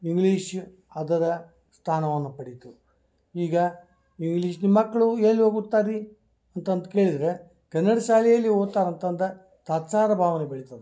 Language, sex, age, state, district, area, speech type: Kannada, male, 60+, Karnataka, Dharwad, rural, spontaneous